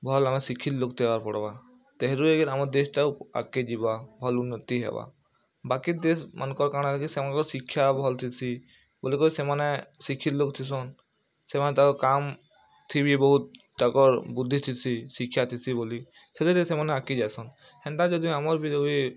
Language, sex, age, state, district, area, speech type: Odia, male, 18-30, Odisha, Bargarh, urban, spontaneous